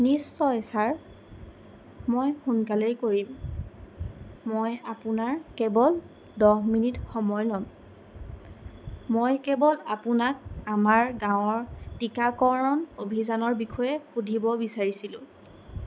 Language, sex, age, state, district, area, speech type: Assamese, female, 18-30, Assam, Golaghat, urban, read